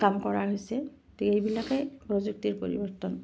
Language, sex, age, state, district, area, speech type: Assamese, female, 45-60, Assam, Nalbari, rural, spontaneous